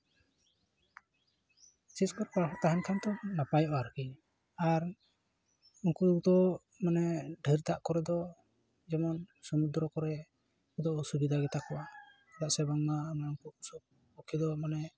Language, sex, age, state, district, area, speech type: Santali, male, 30-45, West Bengal, Jhargram, rural, spontaneous